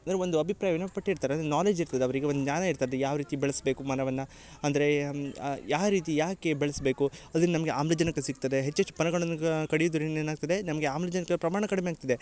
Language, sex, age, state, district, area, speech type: Kannada, male, 18-30, Karnataka, Uttara Kannada, rural, spontaneous